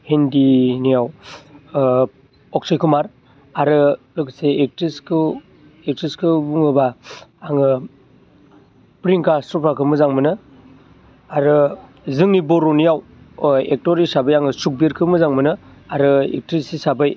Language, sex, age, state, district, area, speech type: Bodo, male, 30-45, Assam, Baksa, urban, spontaneous